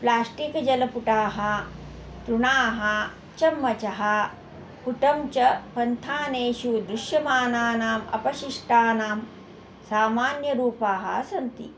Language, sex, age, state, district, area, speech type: Sanskrit, female, 45-60, Karnataka, Belgaum, urban, spontaneous